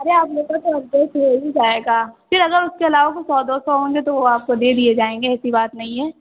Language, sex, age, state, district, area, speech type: Hindi, female, 30-45, Uttar Pradesh, Sitapur, rural, conversation